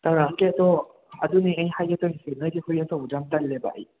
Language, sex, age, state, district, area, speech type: Manipuri, other, 30-45, Manipur, Imphal West, urban, conversation